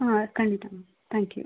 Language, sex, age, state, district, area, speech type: Kannada, female, 18-30, Karnataka, Vijayanagara, rural, conversation